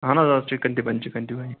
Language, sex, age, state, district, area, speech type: Kashmiri, male, 18-30, Jammu and Kashmir, Anantnag, rural, conversation